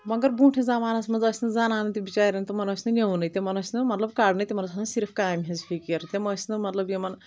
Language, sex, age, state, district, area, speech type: Kashmiri, female, 30-45, Jammu and Kashmir, Anantnag, rural, spontaneous